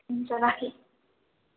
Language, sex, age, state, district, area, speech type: Nepali, female, 18-30, West Bengal, Darjeeling, rural, conversation